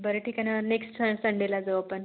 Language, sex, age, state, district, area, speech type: Marathi, female, 18-30, Maharashtra, Wardha, urban, conversation